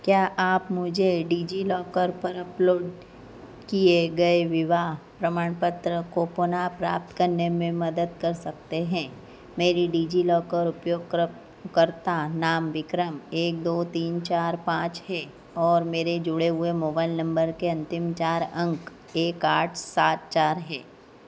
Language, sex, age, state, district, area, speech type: Hindi, female, 45-60, Madhya Pradesh, Harda, urban, read